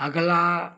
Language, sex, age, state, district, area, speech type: Hindi, male, 60+, Uttar Pradesh, Mau, rural, read